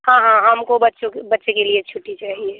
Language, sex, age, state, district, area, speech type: Hindi, female, 30-45, Bihar, Muzaffarpur, rural, conversation